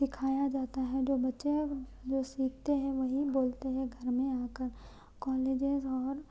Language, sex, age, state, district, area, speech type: Urdu, female, 18-30, Telangana, Hyderabad, urban, spontaneous